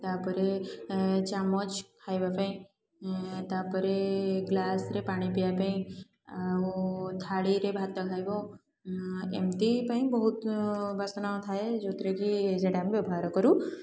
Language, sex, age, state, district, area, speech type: Odia, female, 18-30, Odisha, Puri, urban, spontaneous